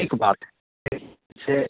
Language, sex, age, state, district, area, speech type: Maithili, male, 18-30, Bihar, Samastipur, rural, conversation